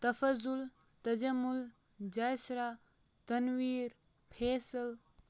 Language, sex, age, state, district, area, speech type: Kashmiri, male, 18-30, Jammu and Kashmir, Kupwara, rural, spontaneous